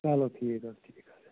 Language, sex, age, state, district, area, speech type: Kashmiri, male, 18-30, Jammu and Kashmir, Srinagar, urban, conversation